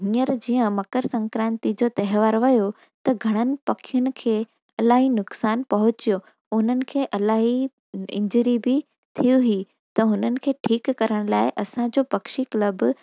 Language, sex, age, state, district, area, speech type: Sindhi, female, 18-30, Gujarat, Junagadh, rural, spontaneous